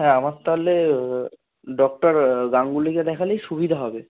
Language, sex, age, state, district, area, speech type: Bengali, male, 18-30, West Bengal, Darjeeling, rural, conversation